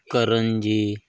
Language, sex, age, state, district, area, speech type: Marathi, male, 30-45, Maharashtra, Hingoli, urban, spontaneous